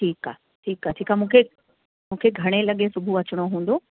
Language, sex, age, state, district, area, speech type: Sindhi, female, 30-45, Uttar Pradesh, Lucknow, urban, conversation